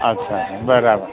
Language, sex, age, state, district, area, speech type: Gujarati, male, 60+, Gujarat, Rajkot, rural, conversation